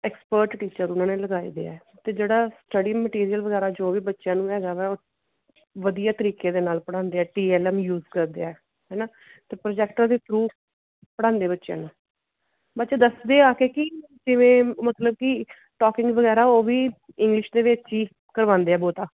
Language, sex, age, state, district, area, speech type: Punjabi, female, 30-45, Punjab, Gurdaspur, rural, conversation